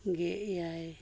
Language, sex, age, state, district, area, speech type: Santali, male, 45-60, Jharkhand, East Singhbhum, rural, spontaneous